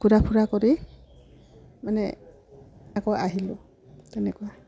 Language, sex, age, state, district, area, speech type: Assamese, female, 45-60, Assam, Udalguri, rural, spontaneous